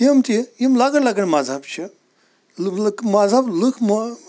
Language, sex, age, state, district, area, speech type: Kashmiri, male, 45-60, Jammu and Kashmir, Kulgam, rural, spontaneous